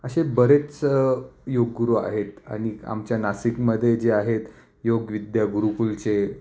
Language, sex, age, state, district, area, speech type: Marathi, male, 30-45, Maharashtra, Nashik, urban, spontaneous